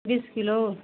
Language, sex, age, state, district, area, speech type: Hindi, female, 45-60, Uttar Pradesh, Mau, rural, conversation